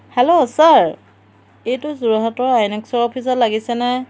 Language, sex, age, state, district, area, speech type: Assamese, female, 30-45, Assam, Jorhat, urban, spontaneous